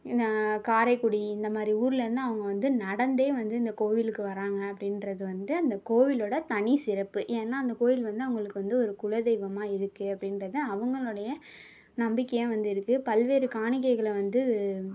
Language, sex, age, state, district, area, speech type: Tamil, female, 18-30, Tamil Nadu, Mayiladuthurai, rural, spontaneous